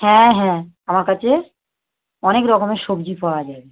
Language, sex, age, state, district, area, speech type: Bengali, female, 45-60, West Bengal, South 24 Parganas, rural, conversation